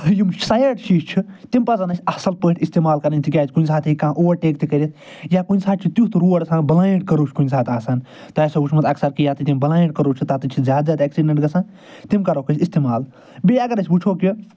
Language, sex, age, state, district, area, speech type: Kashmiri, male, 45-60, Jammu and Kashmir, Srinagar, urban, spontaneous